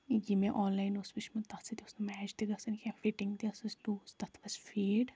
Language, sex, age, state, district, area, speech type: Kashmiri, female, 18-30, Jammu and Kashmir, Kulgam, rural, spontaneous